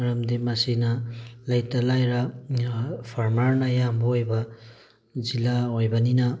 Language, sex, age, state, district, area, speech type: Manipuri, male, 18-30, Manipur, Thoubal, rural, spontaneous